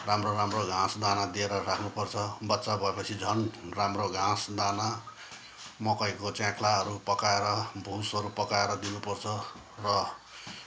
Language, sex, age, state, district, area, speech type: Nepali, male, 60+, West Bengal, Kalimpong, rural, spontaneous